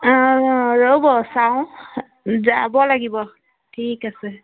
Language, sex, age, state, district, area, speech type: Assamese, female, 45-60, Assam, Dibrugarh, rural, conversation